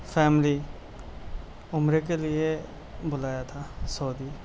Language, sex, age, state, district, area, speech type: Urdu, male, 30-45, Telangana, Hyderabad, urban, spontaneous